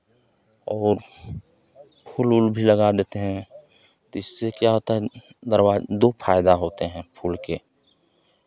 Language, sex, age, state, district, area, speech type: Hindi, male, 30-45, Uttar Pradesh, Chandauli, rural, spontaneous